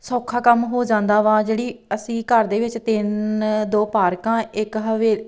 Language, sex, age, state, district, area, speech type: Punjabi, female, 30-45, Punjab, Tarn Taran, rural, spontaneous